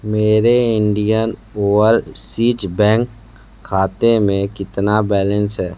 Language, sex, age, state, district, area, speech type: Hindi, male, 18-30, Uttar Pradesh, Sonbhadra, rural, read